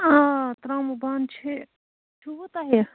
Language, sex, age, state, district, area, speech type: Kashmiri, female, 45-60, Jammu and Kashmir, Baramulla, rural, conversation